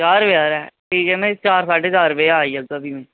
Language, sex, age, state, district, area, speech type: Dogri, male, 18-30, Jammu and Kashmir, Reasi, rural, conversation